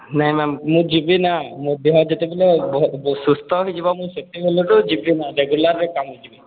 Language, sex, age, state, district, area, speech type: Odia, male, 18-30, Odisha, Balangir, urban, conversation